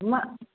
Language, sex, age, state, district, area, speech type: Maithili, female, 60+, Bihar, Madhubani, urban, conversation